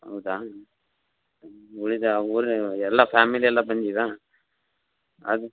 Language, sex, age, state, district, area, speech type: Kannada, male, 18-30, Karnataka, Davanagere, rural, conversation